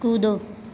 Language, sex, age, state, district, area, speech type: Hindi, female, 30-45, Uttar Pradesh, Azamgarh, rural, read